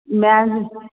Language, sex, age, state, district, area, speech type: Punjabi, female, 45-60, Punjab, Jalandhar, urban, conversation